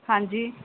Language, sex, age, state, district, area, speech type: Punjabi, female, 18-30, Punjab, Barnala, rural, conversation